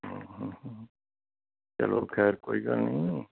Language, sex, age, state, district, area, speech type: Punjabi, male, 60+, Punjab, Amritsar, urban, conversation